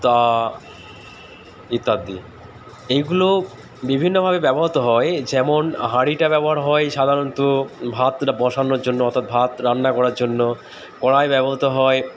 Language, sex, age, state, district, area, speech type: Bengali, male, 30-45, West Bengal, Dakshin Dinajpur, urban, spontaneous